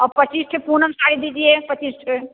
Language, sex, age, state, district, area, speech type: Hindi, female, 60+, Uttar Pradesh, Bhadohi, rural, conversation